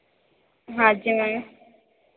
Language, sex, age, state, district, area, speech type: Hindi, female, 18-30, Madhya Pradesh, Harda, rural, conversation